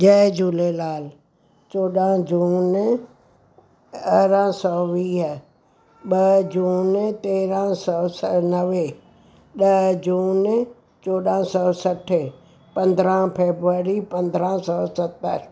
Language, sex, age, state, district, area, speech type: Sindhi, female, 60+, Gujarat, Surat, urban, spontaneous